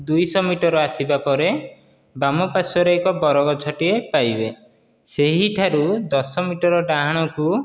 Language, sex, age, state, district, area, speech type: Odia, male, 18-30, Odisha, Dhenkanal, rural, spontaneous